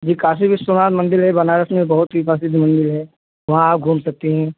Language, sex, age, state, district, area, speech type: Hindi, male, 18-30, Uttar Pradesh, Jaunpur, urban, conversation